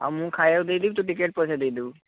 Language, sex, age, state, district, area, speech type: Odia, male, 18-30, Odisha, Cuttack, urban, conversation